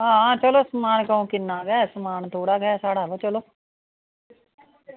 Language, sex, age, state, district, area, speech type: Dogri, female, 45-60, Jammu and Kashmir, Udhampur, rural, conversation